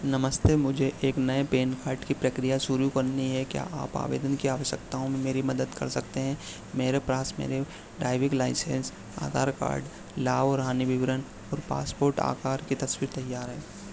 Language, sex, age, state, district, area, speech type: Hindi, male, 30-45, Madhya Pradesh, Harda, urban, read